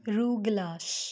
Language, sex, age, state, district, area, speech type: Punjabi, female, 18-30, Punjab, Jalandhar, urban, spontaneous